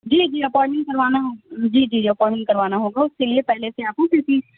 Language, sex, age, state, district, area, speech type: Urdu, female, 18-30, Delhi, South Delhi, urban, conversation